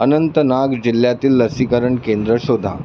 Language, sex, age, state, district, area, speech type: Marathi, male, 30-45, Maharashtra, Thane, urban, read